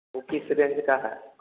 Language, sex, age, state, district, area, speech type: Hindi, male, 30-45, Bihar, Vaishali, rural, conversation